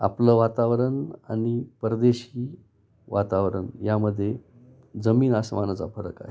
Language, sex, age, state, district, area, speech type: Marathi, male, 45-60, Maharashtra, Nashik, urban, spontaneous